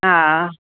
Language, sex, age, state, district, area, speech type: Sindhi, female, 45-60, Delhi, South Delhi, urban, conversation